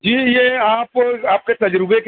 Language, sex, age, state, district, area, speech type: Urdu, male, 45-60, Maharashtra, Nashik, urban, conversation